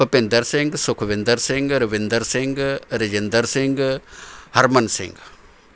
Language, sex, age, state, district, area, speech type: Punjabi, male, 60+, Punjab, Mohali, urban, spontaneous